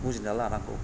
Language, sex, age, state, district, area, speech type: Bodo, male, 45-60, Assam, Kokrajhar, rural, spontaneous